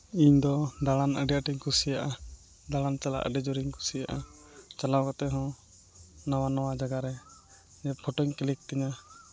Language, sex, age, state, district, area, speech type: Santali, male, 18-30, West Bengal, Uttar Dinajpur, rural, spontaneous